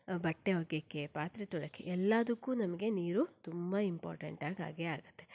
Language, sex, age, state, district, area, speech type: Kannada, female, 30-45, Karnataka, Shimoga, rural, spontaneous